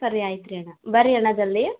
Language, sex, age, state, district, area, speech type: Kannada, female, 18-30, Karnataka, Gulbarga, urban, conversation